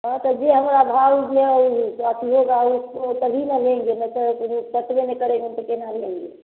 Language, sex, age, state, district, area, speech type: Hindi, female, 30-45, Bihar, Samastipur, rural, conversation